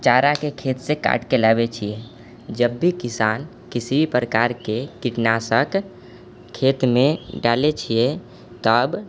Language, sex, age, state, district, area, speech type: Maithili, male, 18-30, Bihar, Purnia, rural, spontaneous